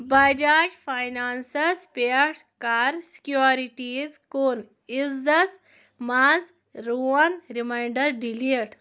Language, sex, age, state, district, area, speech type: Kashmiri, female, 18-30, Jammu and Kashmir, Anantnag, urban, read